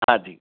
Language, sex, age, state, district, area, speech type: Sindhi, male, 18-30, Gujarat, Kutch, rural, conversation